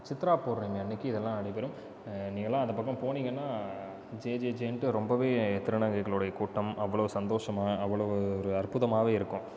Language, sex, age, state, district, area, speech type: Tamil, male, 18-30, Tamil Nadu, Viluppuram, urban, spontaneous